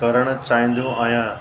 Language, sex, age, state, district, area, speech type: Sindhi, male, 30-45, Uttar Pradesh, Lucknow, urban, read